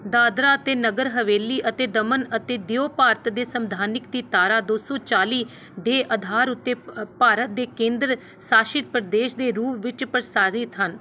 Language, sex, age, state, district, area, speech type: Punjabi, female, 30-45, Punjab, Pathankot, urban, read